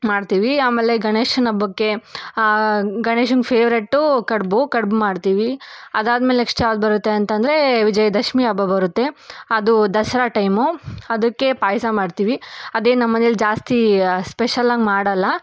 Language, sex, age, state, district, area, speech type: Kannada, female, 18-30, Karnataka, Tumkur, urban, spontaneous